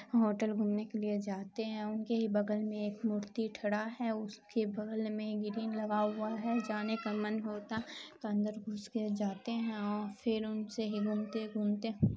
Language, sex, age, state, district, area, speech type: Urdu, female, 18-30, Bihar, Khagaria, rural, spontaneous